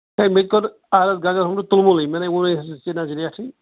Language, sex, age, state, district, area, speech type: Kashmiri, male, 45-60, Jammu and Kashmir, Ganderbal, rural, conversation